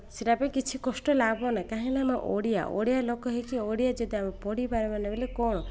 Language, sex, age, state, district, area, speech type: Odia, female, 30-45, Odisha, Koraput, urban, spontaneous